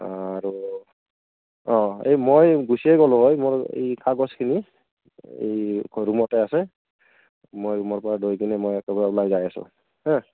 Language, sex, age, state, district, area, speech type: Assamese, male, 30-45, Assam, Kamrup Metropolitan, urban, conversation